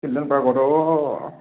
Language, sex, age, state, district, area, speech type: Assamese, male, 45-60, Assam, Morigaon, rural, conversation